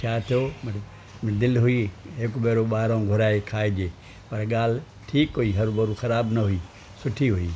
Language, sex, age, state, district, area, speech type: Sindhi, male, 60+, Maharashtra, Thane, urban, spontaneous